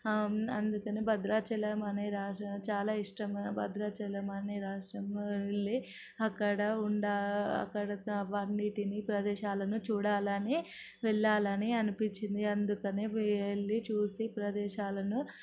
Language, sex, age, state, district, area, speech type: Telugu, female, 45-60, Telangana, Ranga Reddy, urban, spontaneous